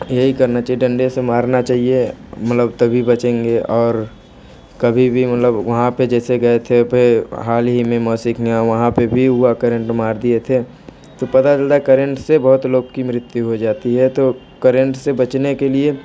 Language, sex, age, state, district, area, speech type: Hindi, male, 18-30, Uttar Pradesh, Mirzapur, rural, spontaneous